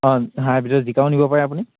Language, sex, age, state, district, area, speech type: Assamese, male, 18-30, Assam, Charaideo, rural, conversation